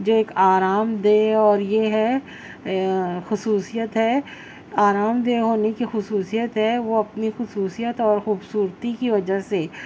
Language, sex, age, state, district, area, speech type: Urdu, female, 30-45, Maharashtra, Nashik, urban, spontaneous